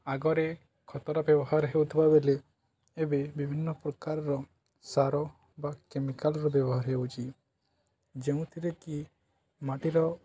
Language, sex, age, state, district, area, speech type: Odia, male, 18-30, Odisha, Balangir, urban, spontaneous